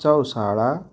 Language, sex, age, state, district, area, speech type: Marathi, male, 45-60, Maharashtra, Osmanabad, rural, spontaneous